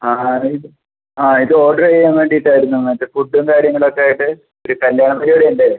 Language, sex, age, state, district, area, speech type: Malayalam, female, 30-45, Kerala, Kozhikode, urban, conversation